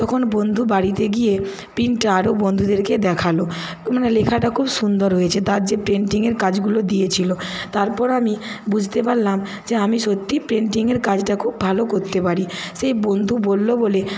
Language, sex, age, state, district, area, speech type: Bengali, female, 60+, West Bengal, Paschim Medinipur, rural, spontaneous